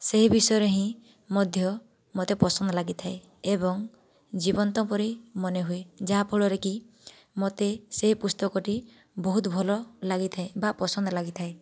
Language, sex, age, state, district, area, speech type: Odia, female, 18-30, Odisha, Boudh, rural, spontaneous